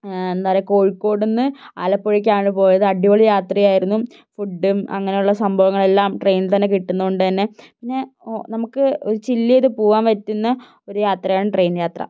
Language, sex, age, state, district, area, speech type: Malayalam, female, 30-45, Kerala, Wayanad, rural, spontaneous